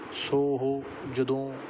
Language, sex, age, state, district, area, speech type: Punjabi, male, 30-45, Punjab, Bathinda, urban, spontaneous